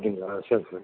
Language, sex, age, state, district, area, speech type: Tamil, male, 60+, Tamil Nadu, Virudhunagar, rural, conversation